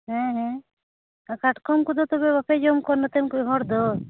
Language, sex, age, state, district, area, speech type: Santali, female, 30-45, West Bengal, Purba Bardhaman, rural, conversation